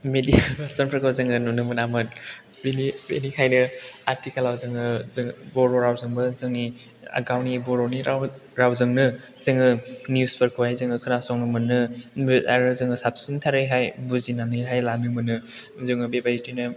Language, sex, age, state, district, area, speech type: Bodo, male, 18-30, Assam, Chirang, rural, spontaneous